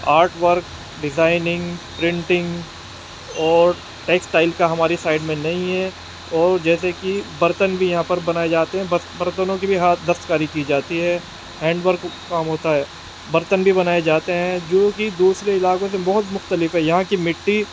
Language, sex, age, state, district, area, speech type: Urdu, male, 45-60, Uttar Pradesh, Muzaffarnagar, urban, spontaneous